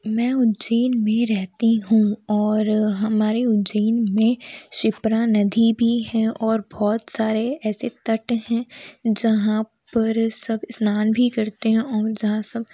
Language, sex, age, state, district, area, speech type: Hindi, female, 18-30, Madhya Pradesh, Ujjain, urban, spontaneous